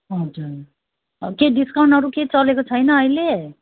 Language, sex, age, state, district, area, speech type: Nepali, female, 30-45, West Bengal, Darjeeling, rural, conversation